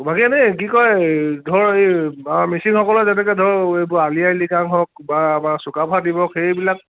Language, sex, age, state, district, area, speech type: Assamese, male, 30-45, Assam, Lakhimpur, rural, conversation